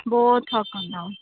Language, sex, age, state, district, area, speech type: Punjabi, female, 18-30, Punjab, Hoshiarpur, urban, conversation